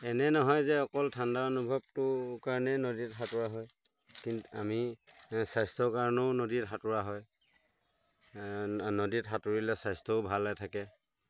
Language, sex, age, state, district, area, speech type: Assamese, male, 30-45, Assam, Lakhimpur, urban, spontaneous